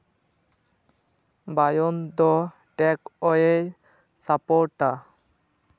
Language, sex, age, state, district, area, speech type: Santali, male, 18-30, West Bengal, Purba Bardhaman, rural, read